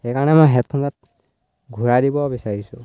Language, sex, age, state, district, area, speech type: Assamese, male, 18-30, Assam, Sivasagar, rural, spontaneous